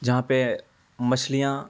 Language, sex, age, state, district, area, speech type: Urdu, male, 18-30, Bihar, Araria, rural, spontaneous